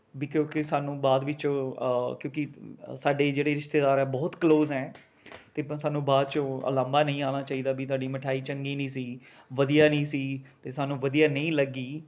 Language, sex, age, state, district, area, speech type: Punjabi, male, 30-45, Punjab, Rupnagar, urban, spontaneous